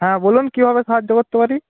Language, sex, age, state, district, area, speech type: Bengali, male, 18-30, West Bengal, Jalpaiguri, rural, conversation